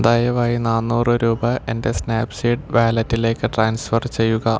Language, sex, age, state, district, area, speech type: Malayalam, male, 18-30, Kerala, Palakkad, rural, read